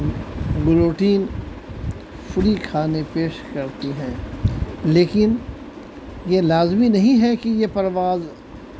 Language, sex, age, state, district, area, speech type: Urdu, male, 60+, Delhi, South Delhi, urban, spontaneous